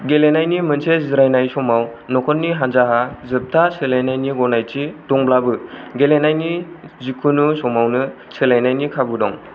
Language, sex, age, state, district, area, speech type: Bodo, male, 18-30, Assam, Kokrajhar, rural, read